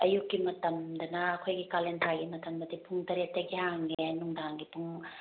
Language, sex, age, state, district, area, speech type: Manipuri, female, 30-45, Manipur, Bishnupur, rural, conversation